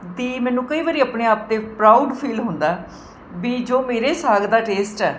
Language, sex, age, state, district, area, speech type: Punjabi, female, 45-60, Punjab, Mohali, urban, spontaneous